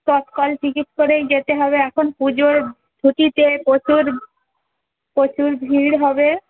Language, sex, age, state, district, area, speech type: Bengali, female, 45-60, West Bengal, Uttar Dinajpur, urban, conversation